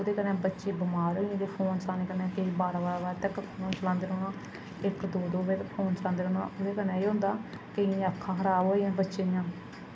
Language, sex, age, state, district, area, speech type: Dogri, female, 30-45, Jammu and Kashmir, Samba, rural, spontaneous